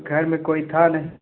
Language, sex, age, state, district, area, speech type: Hindi, male, 18-30, Uttar Pradesh, Pratapgarh, rural, conversation